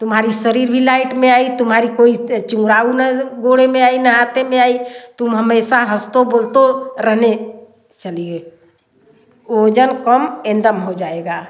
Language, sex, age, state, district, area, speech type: Hindi, female, 60+, Uttar Pradesh, Varanasi, rural, spontaneous